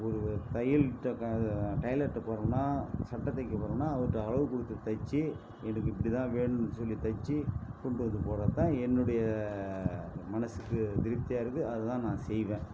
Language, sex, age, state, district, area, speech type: Tamil, male, 60+, Tamil Nadu, Viluppuram, rural, spontaneous